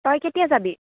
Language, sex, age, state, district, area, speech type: Assamese, female, 18-30, Assam, Kamrup Metropolitan, rural, conversation